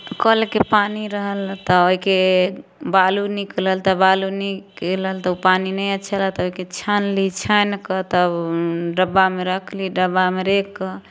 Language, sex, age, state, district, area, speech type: Maithili, female, 30-45, Bihar, Samastipur, rural, spontaneous